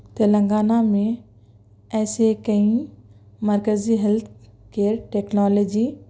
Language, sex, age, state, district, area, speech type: Urdu, male, 30-45, Telangana, Hyderabad, urban, spontaneous